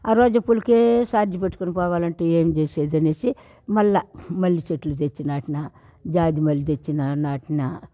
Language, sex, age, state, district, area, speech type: Telugu, female, 60+, Andhra Pradesh, Sri Balaji, urban, spontaneous